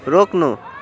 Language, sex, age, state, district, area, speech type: Nepali, male, 18-30, West Bengal, Kalimpong, rural, read